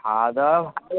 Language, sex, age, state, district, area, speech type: Bengali, male, 18-30, West Bengal, Uttar Dinajpur, rural, conversation